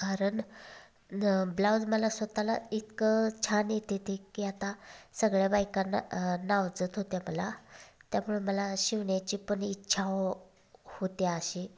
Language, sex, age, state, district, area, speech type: Marathi, female, 30-45, Maharashtra, Sangli, rural, spontaneous